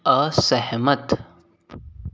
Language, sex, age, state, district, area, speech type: Hindi, male, 18-30, Uttar Pradesh, Sonbhadra, rural, read